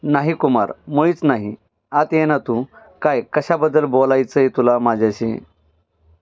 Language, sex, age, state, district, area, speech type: Marathi, male, 30-45, Maharashtra, Pune, urban, read